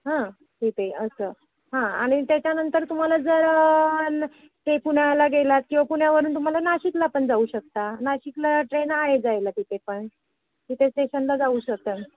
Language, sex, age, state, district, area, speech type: Marathi, female, 45-60, Maharashtra, Ratnagiri, rural, conversation